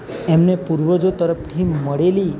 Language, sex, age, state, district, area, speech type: Gujarati, male, 30-45, Gujarat, Narmada, rural, spontaneous